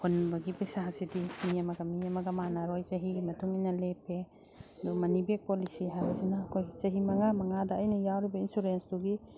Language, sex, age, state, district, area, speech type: Manipuri, female, 45-60, Manipur, Imphal East, rural, spontaneous